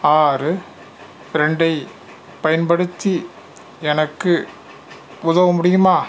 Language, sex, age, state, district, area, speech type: Tamil, male, 45-60, Tamil Nadu, Salem, rural, read